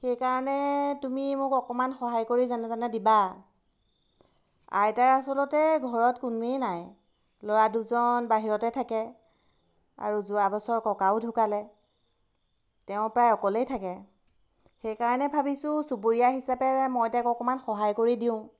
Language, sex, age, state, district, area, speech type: Assamese, female, 30-45, Assam, Golaghat, urban, spontaneous